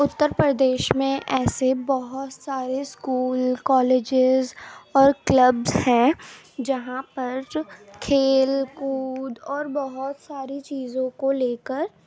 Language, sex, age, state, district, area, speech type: Urdu, female, 18-30, Uttar Pradesh, Ghaziabad, rural, spontaneous